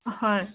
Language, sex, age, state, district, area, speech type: Assamese, female, 30-45, Assam, Majuli, urban, conversation